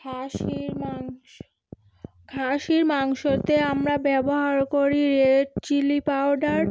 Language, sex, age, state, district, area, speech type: Bengali, female, 30-45, West Bengal, Howrah, urban, spontaneous